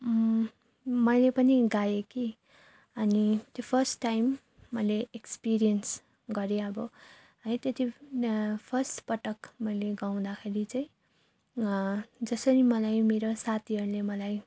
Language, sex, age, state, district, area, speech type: Nepali, female, 30-45, West Bengal, Darjeeling, rural, spontaneous